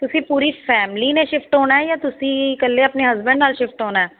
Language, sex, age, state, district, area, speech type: Punjabi, female, 30-45, Punjab, Jalandhar, urban, conversation